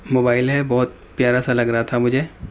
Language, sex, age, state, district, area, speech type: Urdu, male, 18-30, Uttar Pradesh, Gautam Buddha Nagar, urban, spontaneous